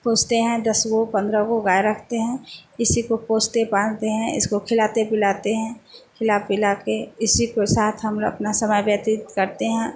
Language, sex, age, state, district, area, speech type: Hindi, female, 60+, Bihar, Vaishali, urban, spontaneous